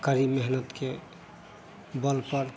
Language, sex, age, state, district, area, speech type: Hindi, male, 30-45, Bihar, Madhepura, rural, spontaneous